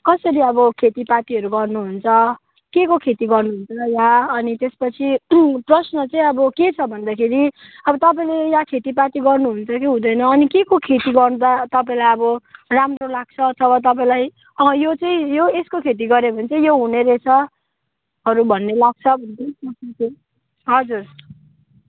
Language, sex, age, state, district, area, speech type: Nepali, female, 18-30, West Bengal, Kalimpong, rural, conversation